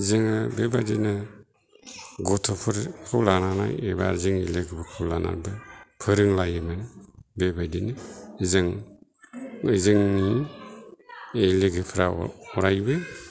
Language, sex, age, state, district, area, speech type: Bodo, male, 60+, Assam, Kokrajhar, rural, spontaneous